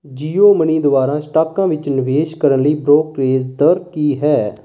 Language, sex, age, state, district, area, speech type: Punjabi, male, 18-30, Punjab, Sangrur, urban, read